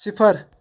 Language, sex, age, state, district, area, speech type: Kashmiri, male, 18-30, Jammu and Kashmir, Pulwama, rural, read